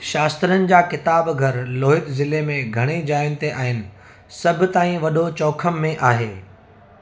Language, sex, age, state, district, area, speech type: Sindhi, male, 45-60, Gujarat, Surat, urban, read